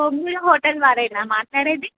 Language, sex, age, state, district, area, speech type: Telugu, female, 30-45, Telangana, Bhadradri Kothagudem, urban, conversation